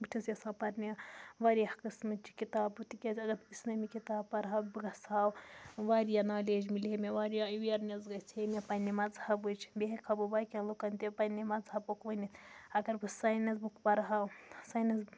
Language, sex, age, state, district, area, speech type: Kashmiri, female, 18-30, Jammu and Kashmir, Budgam, rural, spontaneous